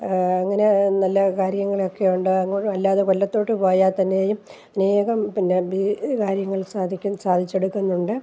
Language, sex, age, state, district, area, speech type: Malayalam, female, 60+, Kerala, Kollam, rural, spontaneous